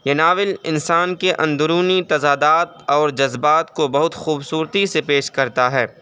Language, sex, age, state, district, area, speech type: Urdu, male, 18-30, Uttar Pradesh, Saharanpur, urban, spontaneous